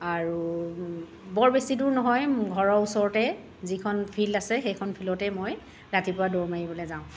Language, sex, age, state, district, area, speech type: Assamese, female, 45-60, Assam, Dibrugarh, rural, spontaneous